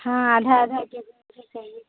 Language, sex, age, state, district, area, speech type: Hindi, female, 45-60, Uttar Pradesh, Sonbhadra, rural, conversation